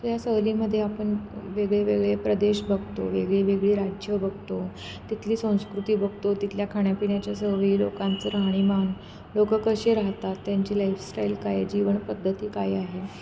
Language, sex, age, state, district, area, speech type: Marathi, female, 30-45, Maharashtra, Kolhapur, urban, spontaneous